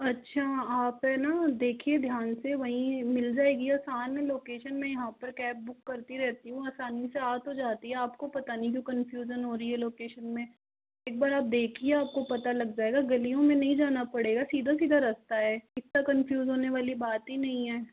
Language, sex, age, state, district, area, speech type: Hindi, female, 45-60, Rajasthan, Jaipur, urban, conversation